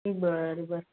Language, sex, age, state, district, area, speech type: Marathi, male, 18-30, Maharashtra, Nanded, rural, conversation